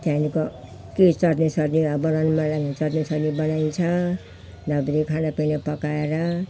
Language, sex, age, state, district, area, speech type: Nepali, female, 60+, West Bengal, Jalpaiguri, rural, spontaneous